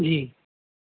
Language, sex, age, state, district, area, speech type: Urdu, male, 45-60, Uttar Pradesh, Rampur, urban, conversation